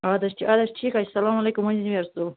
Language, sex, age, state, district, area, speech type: Kashmiri, female, 30-45, Jammu and Kashmir, Budgam, rural, conversation